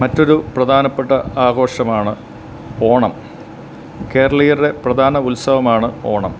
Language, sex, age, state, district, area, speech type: Malayalam, male, 45-60, Kerala, Kottayam, rural, spontaneous